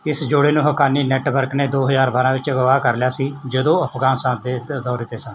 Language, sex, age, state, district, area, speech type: Punjabi, male, 45-60, Punjab, Mansa, rural, read